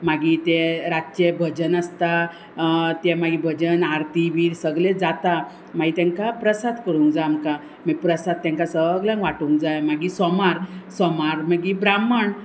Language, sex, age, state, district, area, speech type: Goan Konkani, female, 45-60, Goa, Murmgao, rural, spontaneous